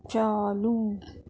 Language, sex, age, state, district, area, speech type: Urdu, female, 45-60, Delhi, Central Delhi, urban, read